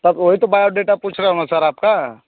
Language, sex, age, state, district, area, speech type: Hindi, male, 30-45, Uttar Pradesh, Mau, rural, conversation